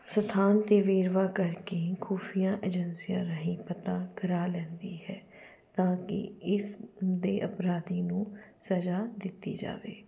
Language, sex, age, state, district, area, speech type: Punjabi, female, 45-60, Punjab, Jalandhar, urban, spontaneous